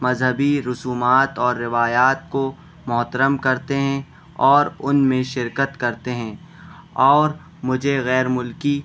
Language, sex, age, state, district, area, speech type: Urdu, male, 18-30, Delhi, East Delhi, urban, spontaneous